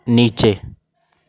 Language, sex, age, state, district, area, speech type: Urdu, male, 18-30, Delhi, North West Delhi, urban, read